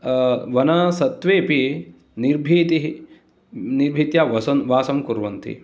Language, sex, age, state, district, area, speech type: Sanskrit, male, 30-45, Karnataka, Uttara Kannada, rural, spontaneous